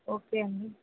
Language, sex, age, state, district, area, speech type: Telugu, female, 30-45, Andhra Pradesh, Vizianagaram, urban, conversation